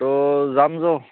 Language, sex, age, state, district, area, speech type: Assamese, male, 30-45, Assam, Barpeta, rural, conversation